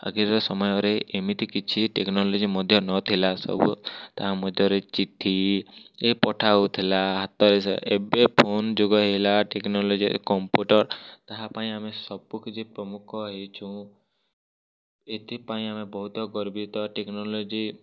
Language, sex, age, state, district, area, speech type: Odia, male, 18-30, Odisha, Kalahandi, rural, spontaneous